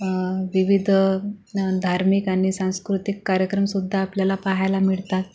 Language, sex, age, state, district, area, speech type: Marathi, female, 45-60, Maharashtra, Akola, rural, spontaneous